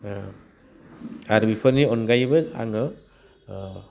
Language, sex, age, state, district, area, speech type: Bodo, male, 30-45, Assam, Udalguri, urban, spontaneous